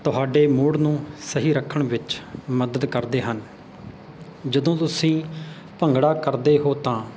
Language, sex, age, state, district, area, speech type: Punjabi, male, 30-45, Punjab, Faridkot, urban, spontaneous